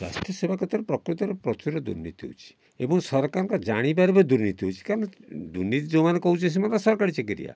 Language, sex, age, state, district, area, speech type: Odia, male, 60+, Odisha, Kalahandi, rural, spontaneous